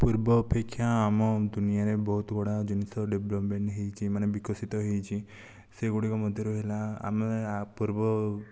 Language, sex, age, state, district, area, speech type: Odia, male, 18-30, Odisha, Kandhamal, rural, spontaneous